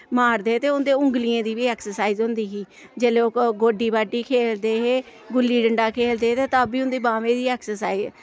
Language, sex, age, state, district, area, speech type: Dogri, female, 45-60, Jammu and Kashmir, Samba, rural, spontaneous